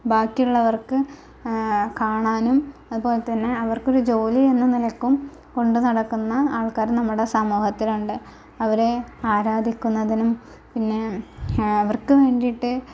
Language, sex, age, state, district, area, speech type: Malayalam, female, 18-30, Kerala, Malappuram, rural, spontaneous